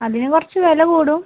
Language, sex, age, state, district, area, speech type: Malayalam, female, 18-30, Kerala, Malappuram, rural, conversation